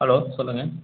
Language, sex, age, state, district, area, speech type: Tamil, male, 18-30, Tamil Nadu, Erode, rural, conversation